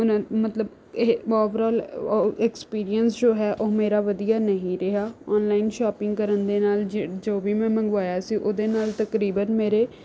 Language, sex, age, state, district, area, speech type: Punjabi, female, 18-30, Punjab, Rupnagar, urban, spontaneous